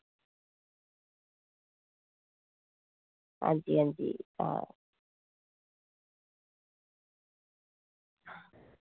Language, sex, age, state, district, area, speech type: Dogri, female, 18-30, Jammu and Kashmir, Udhampur, rural, conversation